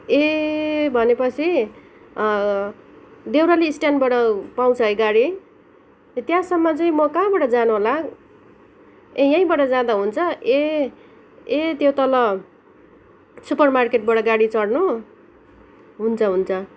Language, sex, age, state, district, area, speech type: Nepali, female, 18-30, West Bengal, Kalimpong, rural, spontaneous